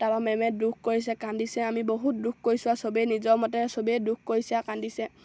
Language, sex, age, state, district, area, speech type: Assamese, female, 18-30, Assam, Sivasagar, rural, spontaneous